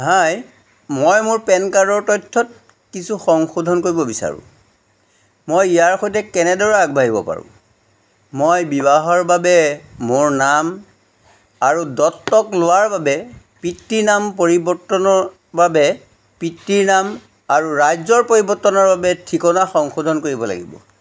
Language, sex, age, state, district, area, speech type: Assamese, male, 45-60, Assam, Jorhat, urban, read